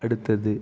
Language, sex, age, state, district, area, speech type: Tamil, male, 18-30, Tamil Nadu, Viluppuram, urban, read